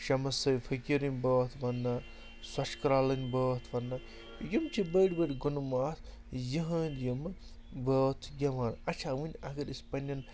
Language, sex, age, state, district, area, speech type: Kashmiri, male, 30-45, Jammu and Kashmir, Srinagar, urban, spontaneous